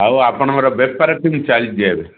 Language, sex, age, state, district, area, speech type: Odia, male, 60+, Odisha, Gajapati, rural, conversation